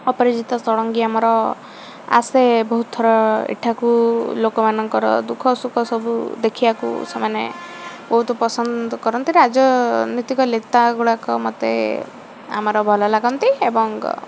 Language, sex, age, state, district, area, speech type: Odia, female, 45-60, Odisha, Rayagada, rural, spontaneous